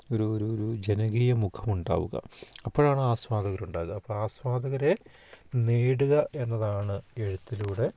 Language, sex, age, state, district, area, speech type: Malayalam, male, 45-60, Kerala, Idukki, rural, spontaneous